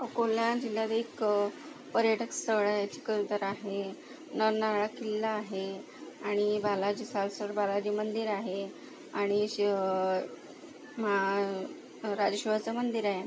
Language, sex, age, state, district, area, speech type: Marathi, female, 18-30, Maharashtra, Akola, rural, spontaneous